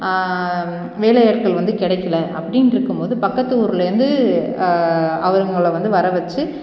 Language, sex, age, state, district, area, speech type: Tamil, female, 30-45, Tamil Nadu, Cuddalore, rural, spontaneous